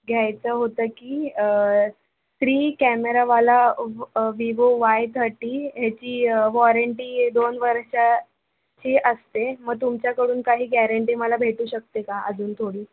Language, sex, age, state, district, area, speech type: Marathi, female, 18-30, Maharashtra, Thane, urban, conversation